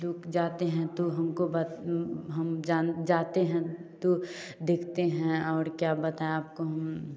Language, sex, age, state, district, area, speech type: Hindi, female, 18-30, Bihar, Samastipur, rural, spontaneous